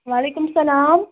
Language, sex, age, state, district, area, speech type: Kashmiri, female, 18-30, Jammu and Kashmir, Bandipora, rural, conversation